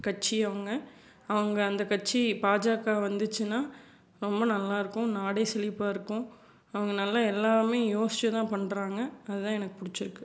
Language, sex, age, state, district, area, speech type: Tamil, female, 30-45, Tamil Nadu, Salem, urban, spontaneous